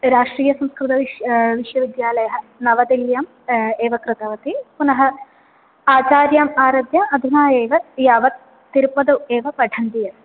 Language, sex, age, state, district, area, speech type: Sanskrit, female, 18-30, Kerala, Palakkad, rural, conversation